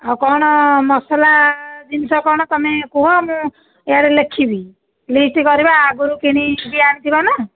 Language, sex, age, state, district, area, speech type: Odia, female, 30-45, Odisha, Dhenkanal, rural, conversation